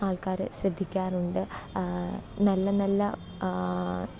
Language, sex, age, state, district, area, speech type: Malayalam, female, 18-30, Kerala, Alappuzha, rural, spontaneous